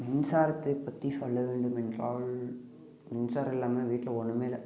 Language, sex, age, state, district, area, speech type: Tamil, male, 18-30, Tamil Nadu, Namakkal, urban, spontaneous